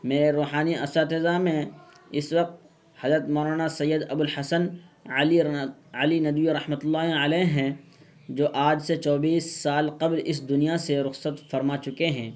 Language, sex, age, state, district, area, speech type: Urdu, male, 30-45, Bihar, Purnia, rural, spontaneous